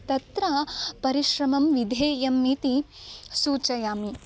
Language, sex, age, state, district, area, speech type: Sanskrit, female, 18-30, Karnataka, Chikkamagaluru, rural, spontaneous